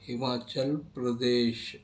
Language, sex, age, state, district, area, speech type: Urdu, male, 60+, Telangana, Hyderabad, urban, spontaneous